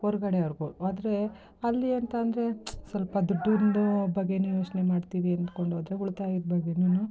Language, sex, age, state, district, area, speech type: Kannada, female, 30-45, Karnataka, Mysore, rural, spontaneous